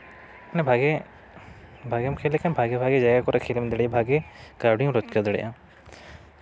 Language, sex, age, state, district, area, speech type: Santali, male, 18-30, West Bengal, Jhargram, rural, spontaneous